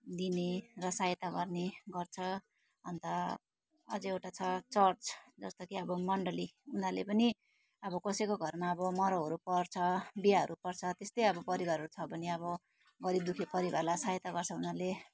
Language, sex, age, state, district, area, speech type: Nepali, female, 45-60, West Bengal, Darjeeling, rural, spontaneous